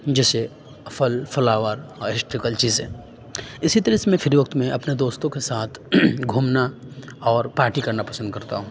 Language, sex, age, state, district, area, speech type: Urdu, male, 30-45, Uttar Pradesh, Aligarh, rural, spontaneous